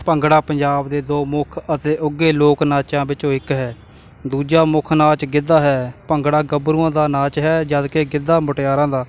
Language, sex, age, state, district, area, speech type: Punjabi, male, 18-30, Punjab, Kapurthala, rural, spontaneous